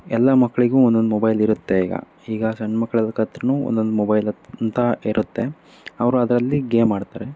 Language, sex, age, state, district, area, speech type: Kannada, male, 18-30, Karnataka, Davanagere, urban, spontaneous